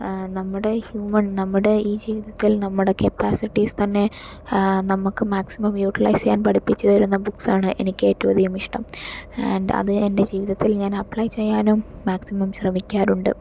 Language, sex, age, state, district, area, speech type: Malayalam, female, 18-30, Kerala, Palakkad, urban, spontaneous